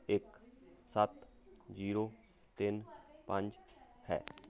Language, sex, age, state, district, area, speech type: Punjabi, male, 30-45, Punjab, Hoshiarpur, rural, read